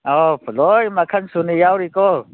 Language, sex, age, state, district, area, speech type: Manipuri, male, 45-60, Manipur, Kangpokpi, urban, conversation